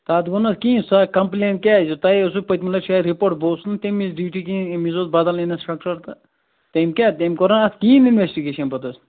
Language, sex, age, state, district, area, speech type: Kashmiri, male, 18-30, Jammu and Kashmir, Ganderbal, rural, conversation